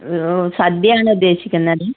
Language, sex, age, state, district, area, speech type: Malayalam, female, 30-45, Kerala, Kannur, urban, conversation